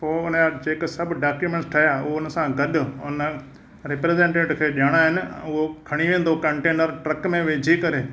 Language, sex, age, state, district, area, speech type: Sindhi, male, 60+, Maharashtra, Thane, urban, spontaneous